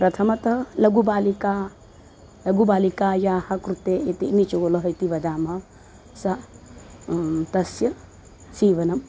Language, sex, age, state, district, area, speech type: Sanskrit, female, 45-60, Maharashtra, Nagpur, urban, spontaneous